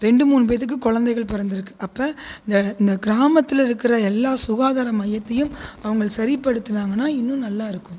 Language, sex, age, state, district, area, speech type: Tamil, female, 30-45, Tamil Nadu, Tiruchirappalli, rural, spontaneous